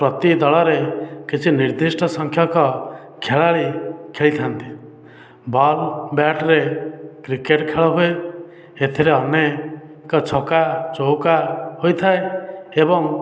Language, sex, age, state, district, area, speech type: Odia, male, 30-45, Odisha, Dhenkanal, rural, spontaneous